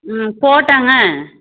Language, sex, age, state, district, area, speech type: Tamil, female, 45-60, Tamil Nadu, Namakkal, rural, conversation